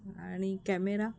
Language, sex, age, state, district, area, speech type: Marathi, female, 45-60, Maharashtra, Kolhapur, urban, spontaneous